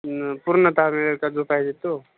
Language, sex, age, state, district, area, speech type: Marathi, male, 18-30, Maharashtra, Osmanabad, rural, conversation